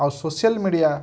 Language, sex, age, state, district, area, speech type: Odia, male, 45-60, Odisha, Bargarh, rural, spontaneous